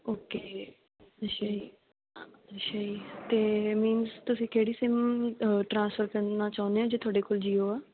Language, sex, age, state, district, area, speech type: Punjabi, female, 18-30, Punjab, Fatehgarh Sahib, rural, conversation